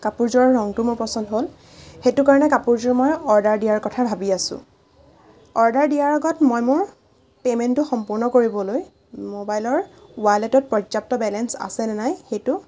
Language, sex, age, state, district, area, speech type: Assamese, female, 18-30, Assam, Golaghat, urban, spontaneous